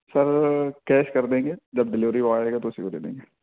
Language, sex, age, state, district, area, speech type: Urdu, male, 18-30, Delhi, Central Delhi, urban, conversation